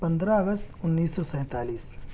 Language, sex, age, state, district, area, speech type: Urdu, male, 18-30, Delhi, South Delhi, urban, spontaneous